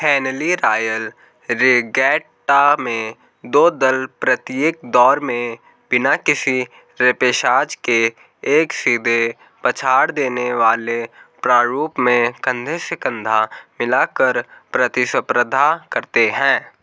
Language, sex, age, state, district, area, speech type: Hindi, male, 18-30, Rajasthan, Jaipur, urban, read